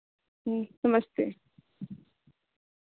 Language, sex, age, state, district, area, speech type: Hindi, female, 30-45, Uttar Pradesh, Lucknow, rural, conversation